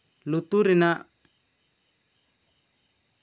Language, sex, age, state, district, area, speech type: Santali, male, 18-30, West Bengal, Bankura, rural, spontaneous